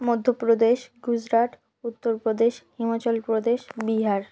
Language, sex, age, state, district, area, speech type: Bengali, female, 18-30, West Bengal, South 24 Parganas, rural, spontaneous